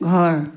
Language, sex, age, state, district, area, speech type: Assamese, female, 60+, Assam, Charaideo, rural, read